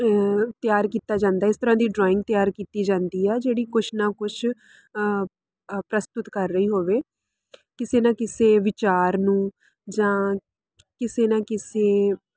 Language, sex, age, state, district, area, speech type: Punjabi, female, 30-45, Punjab, Jalandhar, rural, spontaneous